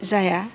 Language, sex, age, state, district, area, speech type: Bodo, female, 60+, Assam, Kokrajhar, rural, spontaneous